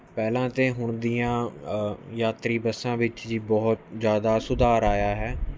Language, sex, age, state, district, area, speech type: Punjabi, male, 18-30, Punjab, Mohali, urban, spontaneous